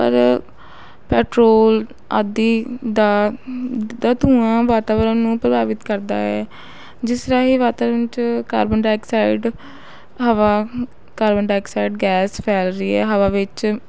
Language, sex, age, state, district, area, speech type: Punjabi, female, 18-30, Punjab, Rupnagar, urban, spontaneous